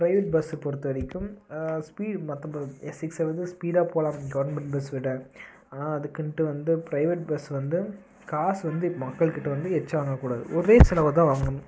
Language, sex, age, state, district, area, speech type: Tamil, male, 18-30, Tamil Nadu, Namakkal, rural, spontaneous